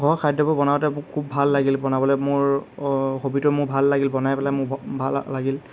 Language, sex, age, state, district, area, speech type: Assamese, male, 18-30, Assam, Lakhimpur, rural, spontaneous